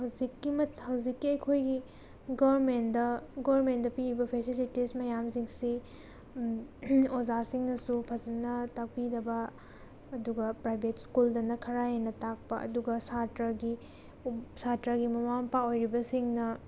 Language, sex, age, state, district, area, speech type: Manipuri, female, 30-45, Manipur, Tengnoupal, rural, spontaneous